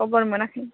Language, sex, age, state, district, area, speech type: Bodo, female, 18-30, Assam, Chirang, rural, conversation